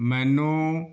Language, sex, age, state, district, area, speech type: Punjabi, male, 60+, Punjab, Fazilka, rural, read